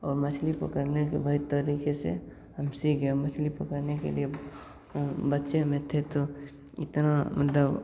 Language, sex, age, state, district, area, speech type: Hindi, male, 18-30, Bihar, Begusarai, rural, spontaneous